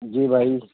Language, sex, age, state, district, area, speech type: Urdu, male, 60+, Uttar Pradesh, Gautam Buddha Nagar, urban, conversation